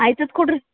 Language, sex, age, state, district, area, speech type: Kannada, female, 30-45, Karnataka, Bidar, urban, conversation